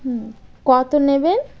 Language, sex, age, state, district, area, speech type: Bengali, female, 18-30, West Bengal, Birbhum, urban, spontaneous